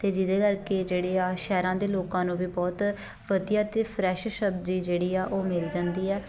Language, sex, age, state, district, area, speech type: Punjabi, female, 18-30, Punjab, Shaheed Bhagat Singh Nagar, urban, spontaneous